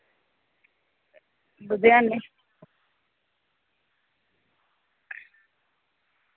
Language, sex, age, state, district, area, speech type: Dogri, female, 30-45, Jammu and Kashmir, Reasi, rural, conversation